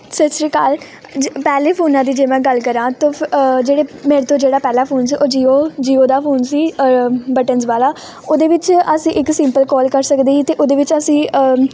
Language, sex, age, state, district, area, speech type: Punjabi, female, 18-30, Punjab, Hoshiarpur, rural, spontaneous